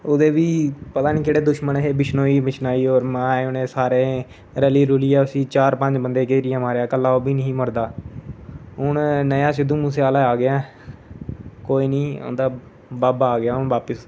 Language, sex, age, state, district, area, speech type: Dogri, male, 18-30, Jammu and Kashmir, Samba, urban, spontaneous